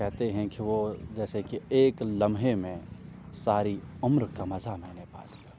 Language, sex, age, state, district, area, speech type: Urdu, male, 18-30, Jammu and Kashmir, Srinagar, rural, spontaneous